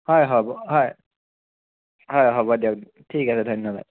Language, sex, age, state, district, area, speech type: Assamese, male, 30-45, Assam, Sonitpur, rural, conversation